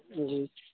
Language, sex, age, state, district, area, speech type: Urdu, male, 30-45, Bihar, Khagaria, rural, conversation